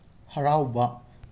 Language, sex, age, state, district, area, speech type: Manipuri, male, 18-30, Manipur, Imphal West, rural, read